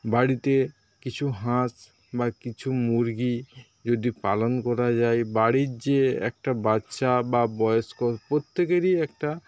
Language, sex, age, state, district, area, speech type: Bengali, male, 30-45, West Bengal, Paschim Medinipur, rural, spontaneous